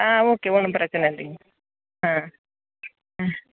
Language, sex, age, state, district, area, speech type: Tamil, female, 30-45, Tamil Nadu, Dharmapuri, rural, conversation